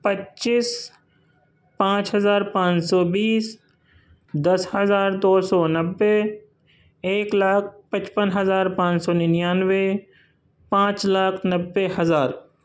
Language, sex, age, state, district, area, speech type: Urdu, male, 45-60, Uttar Pradesh, Gautam Buddha Nagar, urban, spontaneous